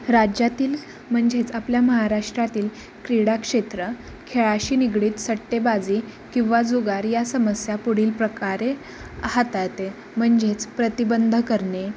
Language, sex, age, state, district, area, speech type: Marathi, female, 18-30, Maharashtra, Ratnagiri, urban, spontaneous